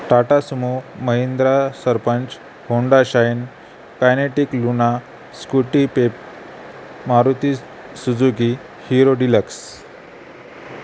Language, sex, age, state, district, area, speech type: Marathi, male, 45-60, Maharashtra, Nanded, rural, spontaneous